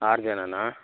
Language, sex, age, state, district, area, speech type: Kannada, male, 18-30, Karnataka, Shimoga, rural, conversation